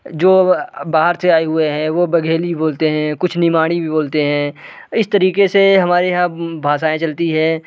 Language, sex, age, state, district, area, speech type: Hindi, male, 18-30, Madhya Pradesh, Jabalpur, urban, spontaneous